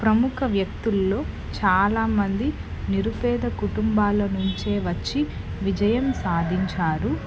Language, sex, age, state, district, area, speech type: Telugu, female, 18-30, Andhra Pradesh, Nellore, rural, spontaneous